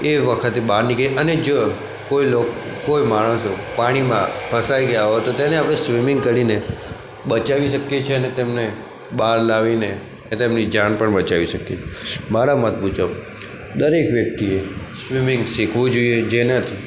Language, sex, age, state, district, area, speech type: Gujarati, male, 18-30, Gujarat, Aravalli, rural, spontaneous